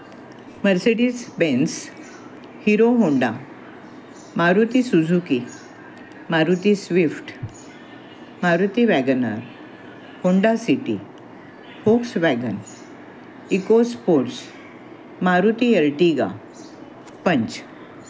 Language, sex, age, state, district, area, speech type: Marathi, female, 60+, Maharashtra, Thane, urban, spontaneous